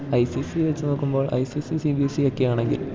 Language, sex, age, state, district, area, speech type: Malayalam, male, 18-30, Kerala, Idukki, rural, spontaneous